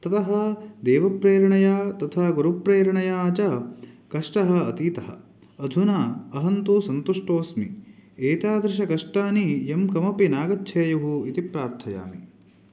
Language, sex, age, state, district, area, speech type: Sanskrit, male, 18-30, Karnataka, Uttara Kannada, rural, spontaneous